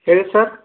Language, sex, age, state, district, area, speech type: Kannada, male, 30-45, Karnataka, Gadag, rural, conversation